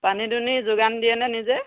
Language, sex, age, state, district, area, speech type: Assamese, female, 45-60, Assam, Dhemaji, rural, conversation